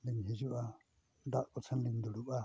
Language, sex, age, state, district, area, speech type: Santali, male, 60+, Odisha, Mayurbhanj, rural, spontaneous